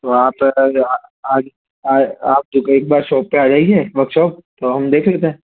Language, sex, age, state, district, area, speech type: Hindi, male, 18-30, Madhya Pradesh, Ujjain, urban, conversation